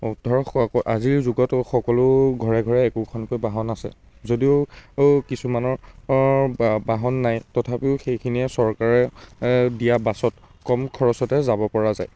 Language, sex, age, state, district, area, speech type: Assamese, male, 30-45, Assam, Biswanath, rural, spontaneous